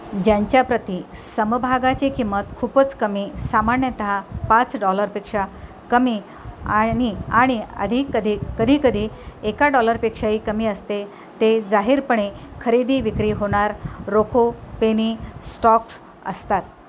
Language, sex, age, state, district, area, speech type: Marathi, female, 45-60, Maharashtra, Nanded, rural, read